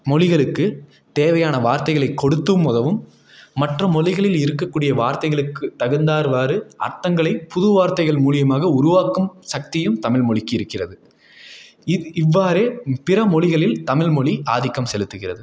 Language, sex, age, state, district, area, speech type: Tamil, male, 18-30, Tamil Nadu, Salem, rural, spontaneous